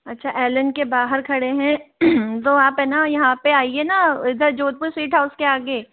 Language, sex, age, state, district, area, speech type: Hindi, female, 45-60, Rajasthan, Jaipur, urban, conversation